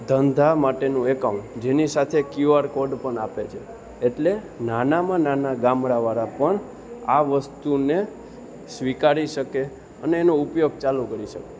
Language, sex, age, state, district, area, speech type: Gujarati, male, 18-30, Gujarat, Junagadh, urban, spontaneous